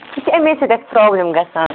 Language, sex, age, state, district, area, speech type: Kashmiri, female, 30-45, Jammu and Kashmir, Anantnag, rural, conversation